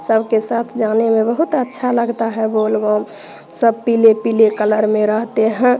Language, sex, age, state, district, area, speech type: Hindi, female, 30-45, Bihar, Madhepura, rural, spontaneous